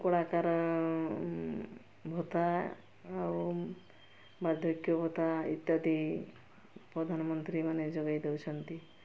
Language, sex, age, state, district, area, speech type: Odia, female, 60+, Odisha, Mayurbhanj, rural, spontaneous